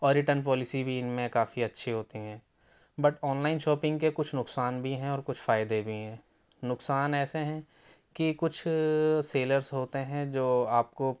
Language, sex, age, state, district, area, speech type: Urdu, male, 18-30, Delhi, South Delhi, urban, spontaneous